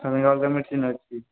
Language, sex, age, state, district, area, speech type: Odia, male, 18-30, Odisha, Puri, urban, conversation